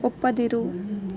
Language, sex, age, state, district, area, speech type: Kannada, female, 30-45, Karnataka, Bangalore Urban, rural, read